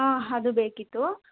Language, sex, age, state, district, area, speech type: Kannada, female, 18-30, Karnataka, Chamarajanagar, rural, conversation